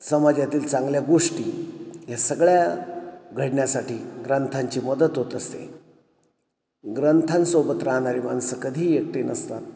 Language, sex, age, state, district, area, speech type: Marathi, male, 45-60, Maharashtra, Ahmednagar, urban, spontaneous